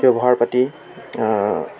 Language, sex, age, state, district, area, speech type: Assamese, male, 18-30, Assam, Dibrugarh, urban, spontaneous